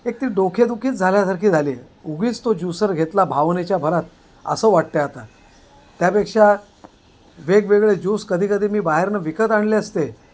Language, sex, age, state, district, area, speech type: Marathi, male, 60+, Maharashtra, Thane, urban, spontaneous